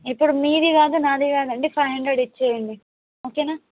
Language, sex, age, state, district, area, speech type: Telugu, other, 18-30, Telangana, Mahbubnagar, rural, conversation